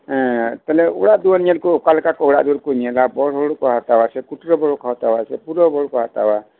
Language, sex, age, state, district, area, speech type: Santali, male, 45-60, West Bengal, Birbhum, rural, conversation